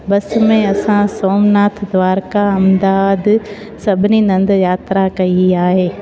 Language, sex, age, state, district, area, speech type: Sindhi, female, 30-45, Gujarat, Junagadh, urban, spontaneous